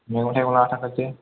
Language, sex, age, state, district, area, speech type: Bodo, male, 18-30, Assam, Kokrajhar, rural, conversation